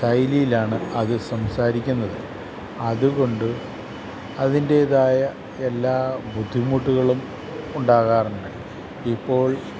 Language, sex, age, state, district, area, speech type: Malayalam, male, 45-60, Kerala, Kottayam, urban, spontaneous